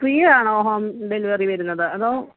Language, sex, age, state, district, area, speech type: Malayalam, female, 30-45, Kerala, Malappuram, rural, conversation